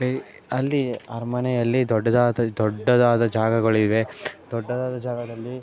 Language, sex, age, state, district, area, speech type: Kannada, male, 18-30, Karnataka, Mandya, rural, spontaneous